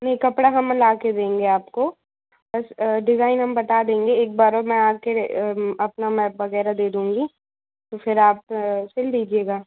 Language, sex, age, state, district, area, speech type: Hindi, female, 18-30, Madhya Pradesh, Bhopal, urban, conversation